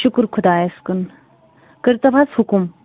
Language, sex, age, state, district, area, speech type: Kashmiri, female, 30-45, Jammu and Kashmir, Bandipora, rural, conversation